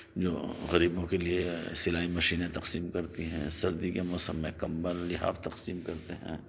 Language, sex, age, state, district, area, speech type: Urdu, male, 45-60, Delhi, Central Delhi, urban, spontaneous